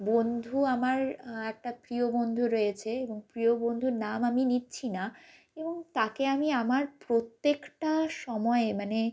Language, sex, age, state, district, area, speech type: Bengali, female, 18-30, West Bengal, North 24 Parganas, rural, spontaneous